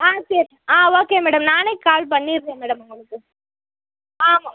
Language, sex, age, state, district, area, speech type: Tamil, female, 18-30, Tamil Nadu, Madurai, rural, conversation